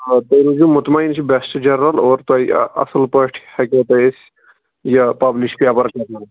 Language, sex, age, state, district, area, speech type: Kashmiri, male, 18-30, Jammu and Kashmir, Pulwama, rural, conversation